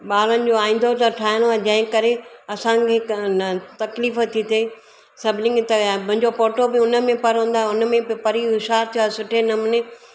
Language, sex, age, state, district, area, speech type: Sindhi, female, 60+, Gujarat, Surat, urban, spontaneous